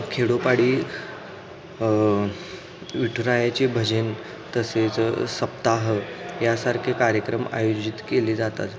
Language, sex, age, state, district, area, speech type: Marathi, male, 18-30, Maharashtra, Kolhapur, urban, spontaneous